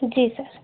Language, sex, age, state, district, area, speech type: Hindi, female, 18-30, Madhya Pradesh, Gwalior, urban, conversation